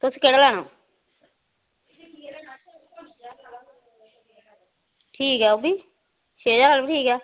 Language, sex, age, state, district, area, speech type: Dogri, female, 30-45, Jammu and Kashmir, Samba, rural, conversation